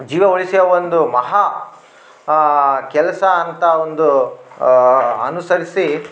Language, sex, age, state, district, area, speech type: Kannada, male, 18-30, Karnataka, Bellary, rural, spontaneous